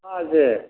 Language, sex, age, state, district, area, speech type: Manipuri, male, 60+, Manipur, Thoubal, rural, conversation